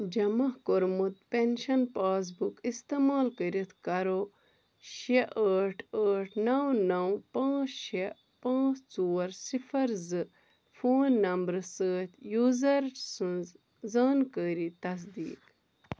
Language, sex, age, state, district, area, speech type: Kashmiri, female, 30-45, Jammu and Kashmir, Ganderbal, rural, read